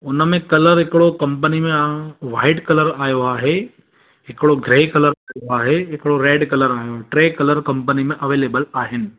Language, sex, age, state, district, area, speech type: Sindhi, male, 30-45, Gujarat, Surat, urban, conversation